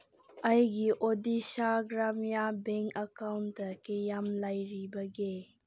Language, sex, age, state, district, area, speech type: Manipuri, female, 18-30, Manipur, Senapati, urban, read